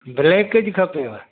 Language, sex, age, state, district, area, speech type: Sindhi, male, 45-60, Gujarat, Junagadh, rural, conversation